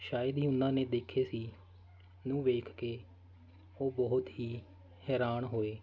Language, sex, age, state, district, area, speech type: Punjabi, male, 30-45, Punjab, Faridkot, rural, spontaneous